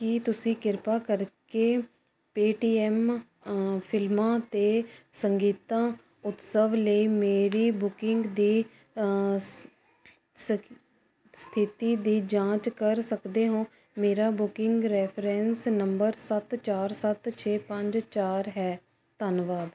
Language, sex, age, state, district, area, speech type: Punjabi, female, 30-45, Punjab, Ludhiana, rural, read